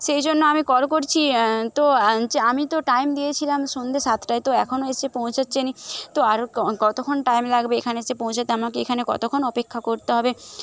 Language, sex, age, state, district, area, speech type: Bengali, female, 30-45, West Bengal, Jhargram, rural, spontaneous